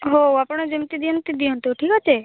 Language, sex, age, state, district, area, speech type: Odia, female, 18-30, Odisha, Malkangiri, urban, conversation